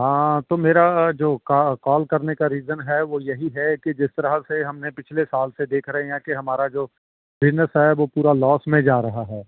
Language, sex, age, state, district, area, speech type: Urdu, male, 45-60, Delhi, South Delhi, urban, conversation